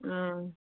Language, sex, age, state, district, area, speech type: Manipuri, female, 60+, Manipur, Kangpokpi, urban, conversation